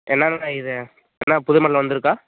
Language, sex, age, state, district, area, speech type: Tamil, female, 18-30, Tamil Nadu, Dharmapuri, urban, conversation